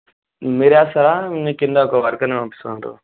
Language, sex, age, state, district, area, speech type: Telugu, male, 18-30, Telangana, Vikarabad, rural, conversation